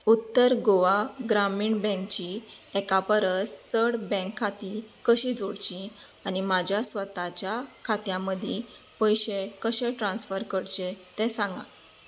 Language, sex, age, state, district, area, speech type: Goan Konkani, female, 30-45, Goa, Canacona, rural, read